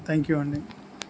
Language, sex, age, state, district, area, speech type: Telugu, male, 45-60, Andhra Pradesh, Anakapalli, rural, spontaneous